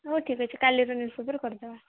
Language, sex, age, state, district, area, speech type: Odia, female, 18-30, Odisha, Sundergarh, urban, conversation